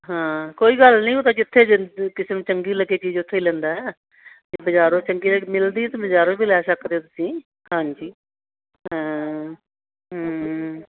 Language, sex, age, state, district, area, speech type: Punjabi, female, 60+, Punjab, Muktsar, urban, conversation